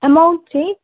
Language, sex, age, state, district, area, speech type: Nepali, female, 30-45, West Bengal, Darjeeling, rural, conversation